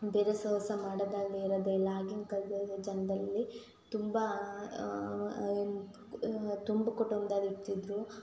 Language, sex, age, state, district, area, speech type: Kannada, female, 18-30, Karnataka, Hassan, rural, spontaneous